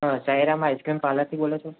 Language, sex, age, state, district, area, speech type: Gujarati, male, 18-30, Gujarat, Kheda, rural, conversation